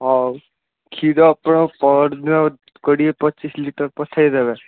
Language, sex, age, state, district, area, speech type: Odia, male, 18-30, Odisha, Cuttack, urban, conversation